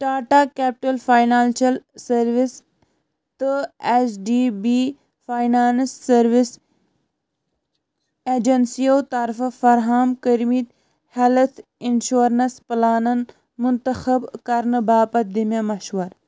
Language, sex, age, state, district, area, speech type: Kashmiri, male, 18-30, Jammu and Kashmir, Kulgam, rural, read